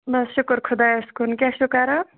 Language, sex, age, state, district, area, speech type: Kashmiri, female, 18-30, Jammu and Kashmir, Kupwara, rural, conversation